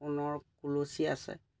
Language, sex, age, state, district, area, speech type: Assamese, male, 30-45, Assam, Majuli, urban, spontaneous